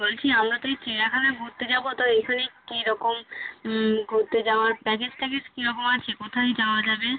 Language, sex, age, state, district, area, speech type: Bengali, female, 18-30, West Bengal, Birbhum, urban, conversation